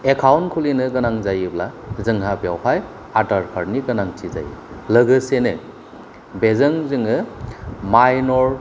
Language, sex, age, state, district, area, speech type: Bodo, male, 30-45, Assam, Kokrajhar, rural, spontaneous